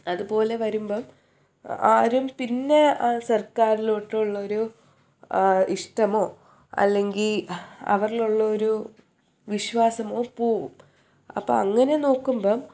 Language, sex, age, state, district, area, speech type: Malayalam, female, 18-30, Kerala, Thiruvananthapuram, urban, spontaneous